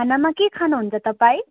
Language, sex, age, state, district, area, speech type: Nepali, female, 18-30, West Bengal, Kalimpong, rural, conversation